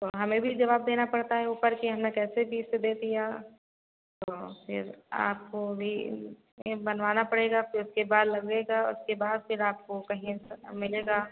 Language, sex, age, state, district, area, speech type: Hindi, female, 30-45, Uttar Pradesh, Sitapur, rural, conversation